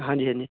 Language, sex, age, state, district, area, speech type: Punjabi, male, 30-45, Punjab, Muktsar, urban, conversation